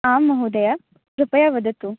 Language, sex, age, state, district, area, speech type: Sanskrit, female, 18-30, Maharashtra, Sangli, rural, conversation